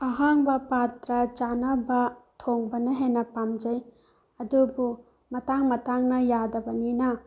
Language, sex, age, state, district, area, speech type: Manipuri, female, 18-30, Manipur, Bishnupur, rural, spontaneous